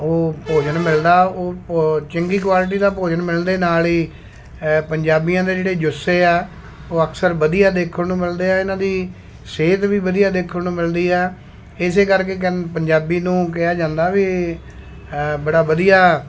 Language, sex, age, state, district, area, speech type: Punjabi, male, 45-60, Punjab, Shaheed Bhagat Singh Nagar, rural, spontaneous